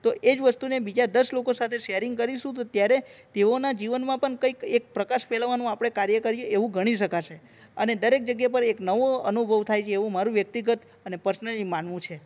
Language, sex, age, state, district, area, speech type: Gujarati, male, 30-45, Gujarat, Narmada, urban, spontaneous